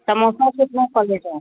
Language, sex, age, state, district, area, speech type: Hindi, female, 60+, Uttar Pradesh, Bhadohi, rural, conversation